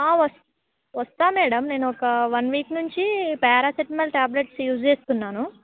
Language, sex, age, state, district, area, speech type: Telugu, female, 18-30, Telangana, Khammam, urban, conversation